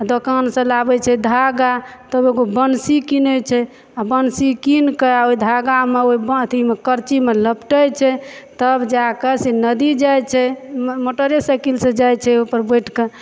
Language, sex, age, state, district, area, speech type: Maithili, female, 45-60, Bihar, Supaul, rural, spontaneous